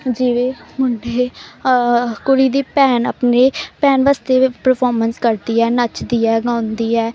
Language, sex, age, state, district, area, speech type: Punjabi, female, 18-30, Punjab, Amritsar, urban, spontaneous